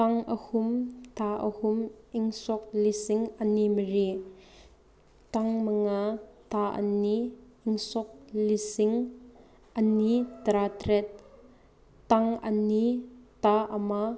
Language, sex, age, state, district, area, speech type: Manipuri, female, 18-30, Manipur, Senapati, urban, spontaneous